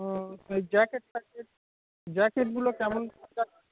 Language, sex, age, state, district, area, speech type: Bengali, male, 30-45, West Bengal, Darjeeling, urban, conversation